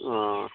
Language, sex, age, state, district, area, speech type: Urdu, male, 18-30, Bihar, Araria, rural, conversation